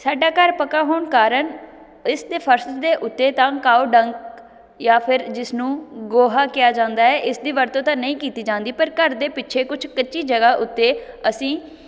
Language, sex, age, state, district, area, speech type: Punjabi, female, 18-30, Punjab, Shaheed Bhagat Singh Nagar, rural, spontaneous